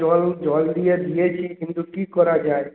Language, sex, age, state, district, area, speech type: Bengali, male, 30-45, West Bengal, Purulia, urban, conversation